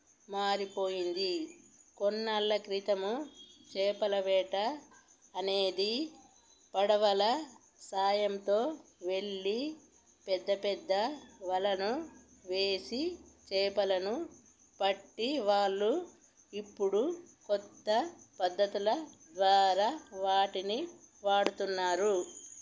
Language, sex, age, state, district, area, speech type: Telugu, female, 45-60, Telangana, Peddapalli, rural, spontaneous